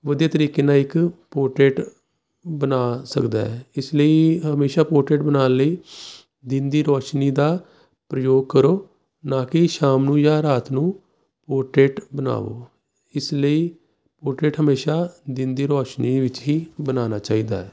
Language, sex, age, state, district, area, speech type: Punjabi, male, 30-45, Punjab, Jalandhar, urban, spontaneous